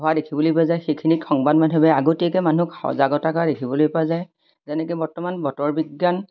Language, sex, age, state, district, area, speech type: Assamese, female, 60+, Assam, Majuli, urban, spontaneous